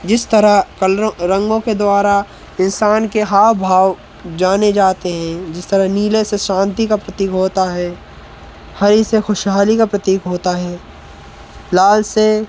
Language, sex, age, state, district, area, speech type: Hindi, male, 18-30, Madhya Pradesh, Hoshangabad, rural, spontaneous